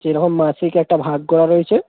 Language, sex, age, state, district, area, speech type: Bengali, male, 18-30, West Bengal, Hooghly, urban, conversation